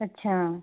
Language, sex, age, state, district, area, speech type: Hindi, female, 18-30, Rajasthan, Nagaur, urban, conversation